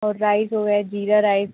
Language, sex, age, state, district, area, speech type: Hindi, female, 18-30, Uttar Pradesh, Pratapgarh, rural, conversation